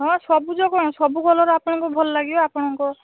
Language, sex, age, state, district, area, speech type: Odia, female, 18-30, Odisha, Balasore, rural, conversation